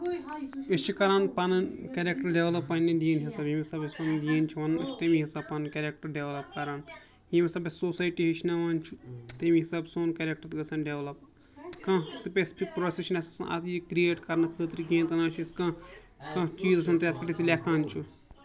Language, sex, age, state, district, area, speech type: Kashmiri, male, 30-45, Jammu and Kashmir, Bandipora, urban, spontaneous